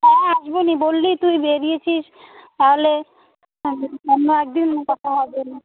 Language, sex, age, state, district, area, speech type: Bengali, female, 18-30, West Bengal, Alipurduar, rural, conversation